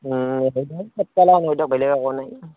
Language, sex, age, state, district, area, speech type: Assamese, male, 30-45, Assam, Barpeta, rural, conversation